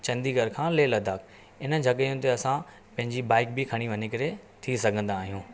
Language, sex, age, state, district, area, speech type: Sindhi, male, 30-45, Maharashtra, Thane, urban, spontaneous